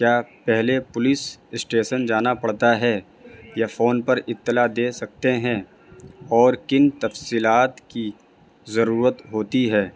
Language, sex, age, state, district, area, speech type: Urdu, male, 18-30, Delhi, North East Delhi, urban, spontaneous